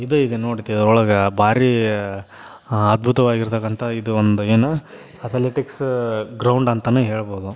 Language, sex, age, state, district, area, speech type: Kannada, male, 30-45, Karnataka, Gadag, rural, spontaneous